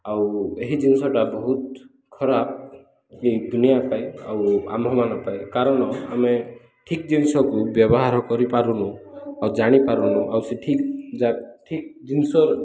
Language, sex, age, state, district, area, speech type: Odia, male, 30-45, Odisha, Koraput, urban, spontaneous